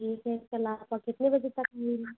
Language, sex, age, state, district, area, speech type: Hindi, female, 30-45, Uttar Pradesh, Ayodhya, rural, conversation